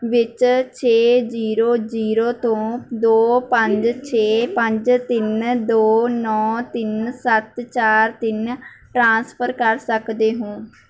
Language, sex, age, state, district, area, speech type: Punjabi, female, 18-30, Punjab, Mansa, rural, read